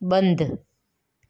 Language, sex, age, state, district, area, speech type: Gujarati, female, 45-60, Gujarat, Anand, urban, read